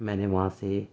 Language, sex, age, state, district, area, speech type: Urdu, male, 30-45, Delhi, South Delhi, rural, spontaneous